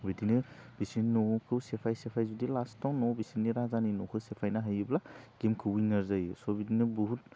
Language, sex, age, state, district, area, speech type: Bodo, male, 18-30, Assam, Udalguri, urban, spontaneous